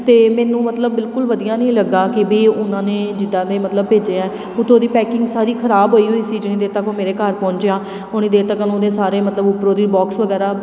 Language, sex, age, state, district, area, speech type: Punjabi, female, 30-45, Punjab, Tarn Taran, urban, spontaneous